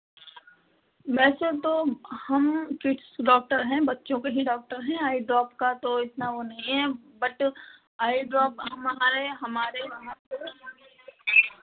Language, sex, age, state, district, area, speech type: Hindi, female, 30-45, Uttar Pradesh, Sitapur, rural, conversation